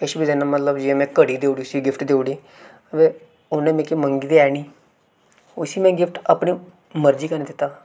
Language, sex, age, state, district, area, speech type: Dogri, male, 18-30, Jammu and Kashmir, Reasi, urban, spontaneous